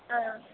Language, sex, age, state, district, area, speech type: Tamil, female, 18-30, Tamil Nadu, Pudukkottai, rural, conversation